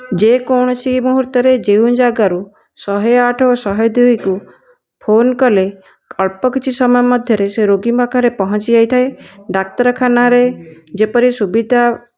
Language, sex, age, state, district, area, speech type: Odia, female, 60+, Odisha, Nayagarh, rural, spontaneous